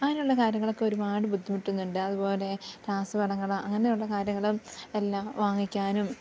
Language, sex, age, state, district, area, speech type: Malayalam, female, 18-30, Kerala, Idukki, rural, spontaneous